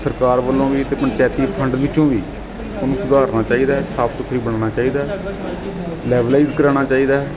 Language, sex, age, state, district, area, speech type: Punjabi, male, 30-45, Punjab, Gurdaspur, urban, spontaneous